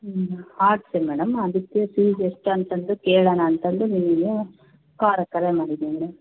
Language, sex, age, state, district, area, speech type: Kannada, female, 30-45, Karnataka, Chitradurga, rural, conversation